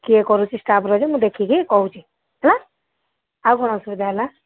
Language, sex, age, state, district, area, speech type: Odia, female, 45-60, Odisha, Sambalpur, rural, conversation